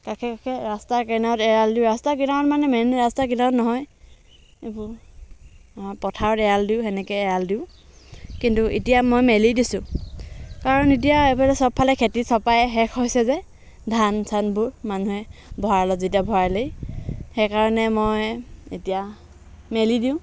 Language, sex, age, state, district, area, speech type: Assamese, female, 60+, Assam, Dhemaji, rural, spontaneous